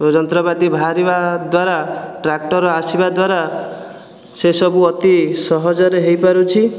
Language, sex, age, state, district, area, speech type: Odia, male, 18-30, Odisha, Jajpur, rural, spontaneous